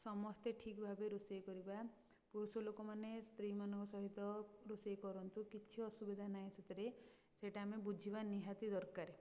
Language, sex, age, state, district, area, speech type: Odia, female, 18-30, Odisha, Puri, urban, spontaneous